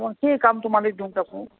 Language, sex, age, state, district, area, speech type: Marathi, male, 60+, Maharashtra, Akola, urban, conversation